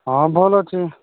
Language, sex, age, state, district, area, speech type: Odia, male, 45-60, Odisha, Nabarangpur, rural, conversation